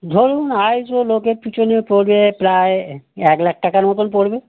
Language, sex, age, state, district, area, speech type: Bengali, male, 60+, West Bengal, North 24 Parganas, urban, conversation